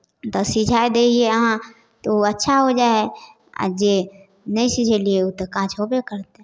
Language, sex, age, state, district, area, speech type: Maithili, female, 18-30, Bihar, Samastipur, rural, spontaneous